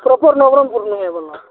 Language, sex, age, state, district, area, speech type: Odia, male, 45-60, Odisha, Nabarangpur, rural, conversation